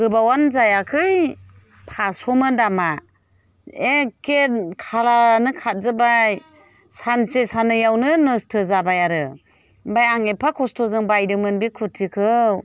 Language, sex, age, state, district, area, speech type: Bodo, female, 60+, Assam, Chirang, rural, spontaneous